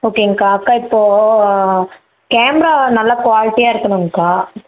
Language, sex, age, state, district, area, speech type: Tamil, female, 18-30, Tamil Nadu, Namakkal, rural, conversation